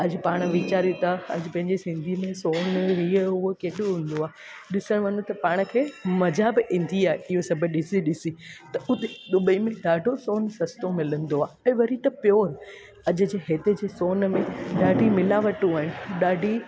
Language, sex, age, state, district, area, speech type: Sindhi, female, 18-30, Gujarat, Junagadh, rural, spontaneous